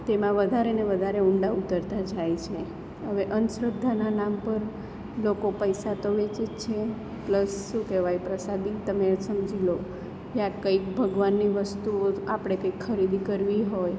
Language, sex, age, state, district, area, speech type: Gujarati, female, 30-45, Gujarat, Surat, urban, spontaneous